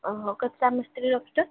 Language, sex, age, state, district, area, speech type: Odia, female, 45-60, Odisha, Sundergarh, rural, conversation